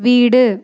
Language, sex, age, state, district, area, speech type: Tamil, female, 18-30, Tamil Nadu, Coimbatore, rural, read